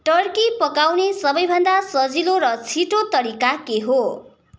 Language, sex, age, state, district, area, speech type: Nepali, female, 18-30, West Bengal, Kalimpong, rural, read